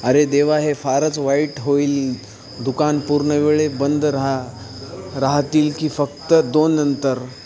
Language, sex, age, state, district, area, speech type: Marathi, male, 18-30, Maharashtra, Nanded, urban, read